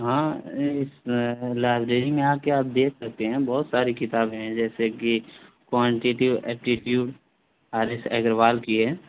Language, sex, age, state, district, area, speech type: Urdu, male, 18-30, Uttar Pradesh, Azamgarh, rural, conversation